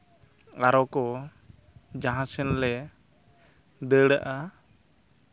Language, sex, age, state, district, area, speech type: Santali, male, 18-30, West Bengal, Purulia, rural, spontaneous